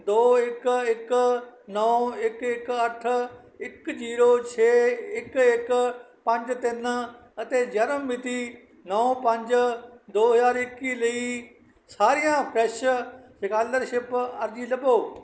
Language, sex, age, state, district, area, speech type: Punjabi, male, 60+, Punjab, Barnala, rural, read